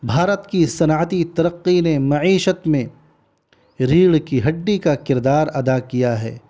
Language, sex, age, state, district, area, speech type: Urdu, male, 30-45, Bihar, Gaya, urban, spontaneous